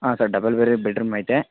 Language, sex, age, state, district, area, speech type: Kannada, male, 18-30, Karnataka, Chamarajanagar, rural, conversation